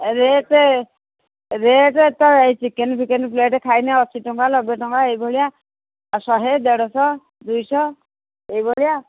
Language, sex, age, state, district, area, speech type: Odia, female, 60+, Odisha, Jharsuguda, rural, conversation